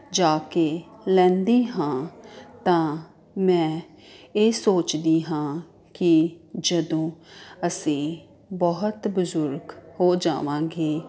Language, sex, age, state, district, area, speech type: Punjabi, female, 30-45, Punjab, Ludhiana, urban, spontaneous